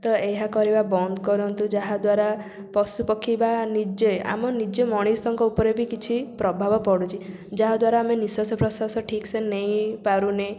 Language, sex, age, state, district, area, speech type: Odia, female, 18-30, Odisha, Puri, urban, spontaneous